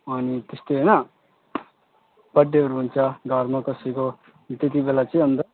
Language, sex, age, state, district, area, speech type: Nepali, male, 18-30, West Bengal, Alipurduar, urban, conversation